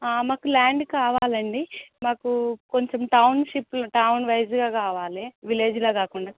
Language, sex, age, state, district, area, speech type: Telugu, female, 18-30, Telangana, Jangaon, rural, conversation